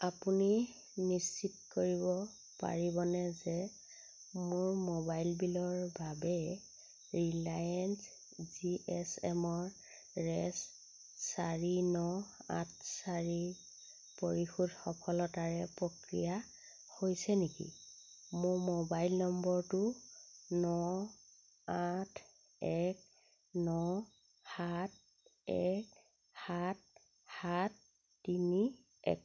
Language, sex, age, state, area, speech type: Assamese, female, 45-60, Assam, rural, read